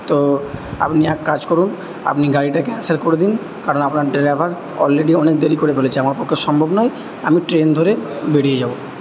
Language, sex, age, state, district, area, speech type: Bengali, male, 30-45, West Bengal, Purba Bardhaman, urban, spontaneous